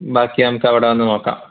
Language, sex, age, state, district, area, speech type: Malayalam, male, 30-45, Kerala, Palakkad, rural, conversation